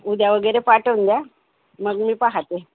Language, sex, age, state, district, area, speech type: Marathi, female, 60+, Maharashtra, Nagpur, urban, conversation